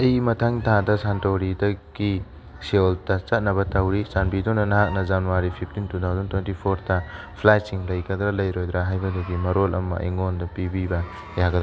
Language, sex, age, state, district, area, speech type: Manipuri, male, 45-60, Manipur, Churachandpur, rural, read